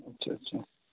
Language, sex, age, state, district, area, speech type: Urdu, male, 30-45, Bihar, Saharsa, rural, conversation